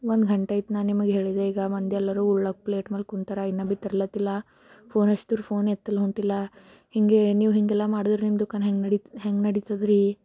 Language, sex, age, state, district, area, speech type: Kannada, female, 18-30, Karnataka, Bidar, rural, spontaneous